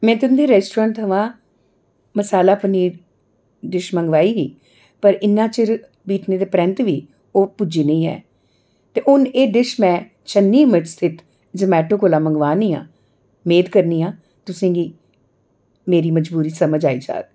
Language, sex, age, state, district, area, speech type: Dogri, female, 45-60, Jammu and Kashmir, Jammu, urban, spontaneous